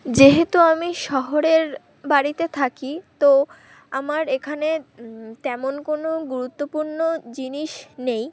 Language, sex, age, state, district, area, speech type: Bengali, female, 18-30, West Bengal, Uttar Dinajpur, urban, spontaneous